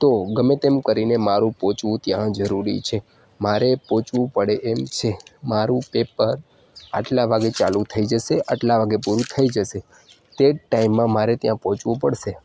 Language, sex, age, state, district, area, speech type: Gujarati, male, 18-30, Gujarat, Narmada, rural, spontaneous